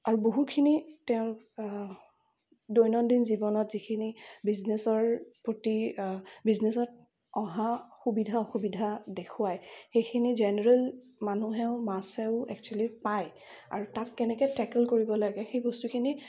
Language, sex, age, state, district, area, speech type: Assamese, female, 45-60, Assam, Darrang, urban, spontaneous